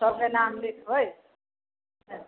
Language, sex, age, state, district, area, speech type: Maithili, female, 60+, Bihar, Sitamarhi, rural, conversation